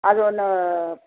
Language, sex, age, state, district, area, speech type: Marathi, female, 60+, Maharashtra, Nanded, urban, conversation